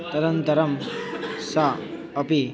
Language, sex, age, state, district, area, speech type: Sanskrit, male, 18-30, Maharashtra, Buldhana, urban, spontaneous